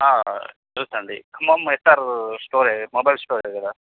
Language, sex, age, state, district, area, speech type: Telugu, male, 30-45, Telangana, Khammam, urban, conversation